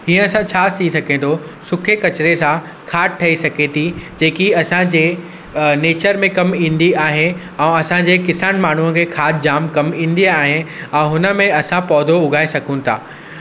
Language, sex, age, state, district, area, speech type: Sindhi, male, 18-30, Maharashtra, Mumbai Suburban, urban, spontaneous